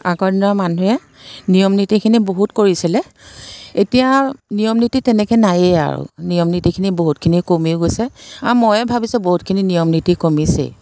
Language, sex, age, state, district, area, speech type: Assamese, female, 45-60, Assam, Biswanath, rural, spontaneous